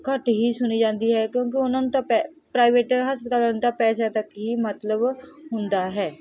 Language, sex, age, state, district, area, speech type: Punjabi, female, 18-30, Punjab, Barnala, rural, spontaneous